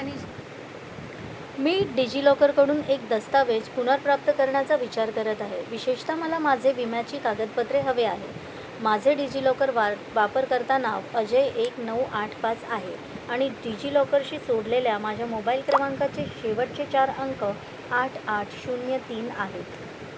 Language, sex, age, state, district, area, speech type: Marathi, female, 45-60, Maharashtra, Thane, urban, read